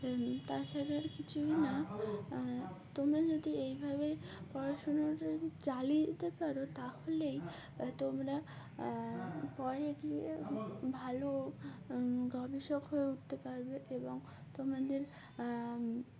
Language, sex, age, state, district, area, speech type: Bengali, female, 18-30, West Bengal, Uttar Dinajpur, urban, spontaneous